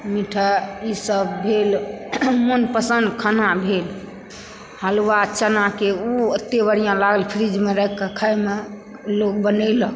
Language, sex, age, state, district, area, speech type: Maithili, female, 60+, Bihar, Supaul, rural, spontaneous